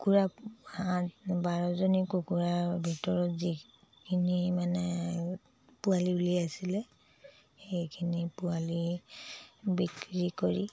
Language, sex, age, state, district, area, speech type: Assamese, female, 60+, Assam, Dibrugarh, rural, spontaneous